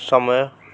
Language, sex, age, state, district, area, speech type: Odia, male, 18-30, Odisha, Cuttack, urban, read